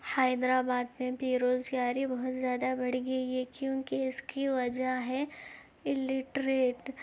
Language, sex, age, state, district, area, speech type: Urdu, female, 18-30, Telangana, Hyderabad, urban, spontaneous